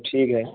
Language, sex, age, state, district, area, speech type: Urdu, male, 18-30, Bihar, Araria, rural, conversation